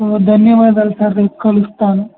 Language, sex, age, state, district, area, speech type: Telugu, male, 18-30, Telangana, Mancherial, rural, conversation